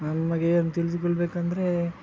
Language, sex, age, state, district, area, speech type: Kannada, male, 30-45, Karnataka, Udupi, rural, spontaneous